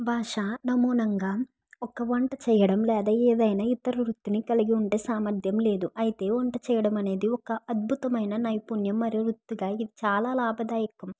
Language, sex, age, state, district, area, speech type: Telugu, female, 45-60, Andhra Pradesh, East Godavari, urban, spontaneous